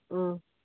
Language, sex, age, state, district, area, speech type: Manipuri, female, 45-60, Manipur, Churachandpur, urban, conversation